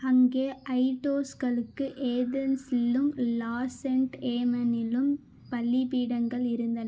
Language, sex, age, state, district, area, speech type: Tamil, female, 18-30, Tamil Nadu, Vellore, urban, read